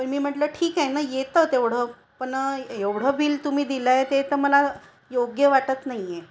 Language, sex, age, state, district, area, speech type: Marathi, female, 45-60, Maharashtra, Nagpur, urban, spontaneous